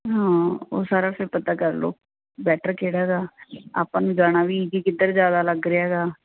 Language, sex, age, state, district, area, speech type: Punjabi, female, 30-45, Punjab, Mansa, urban, conversation